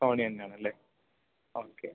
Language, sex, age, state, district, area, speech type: Malayalam, male, 18-30, Kerala, Thrissur, rural, conversation